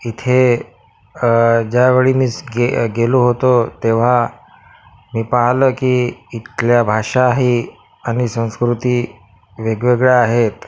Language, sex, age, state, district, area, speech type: Marathi, male, 30-45, Maharashtra, Akola, urban, spontaneous